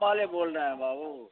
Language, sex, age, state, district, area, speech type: Urdu, male, 60+, Bihar, Khagaria, rural, conversation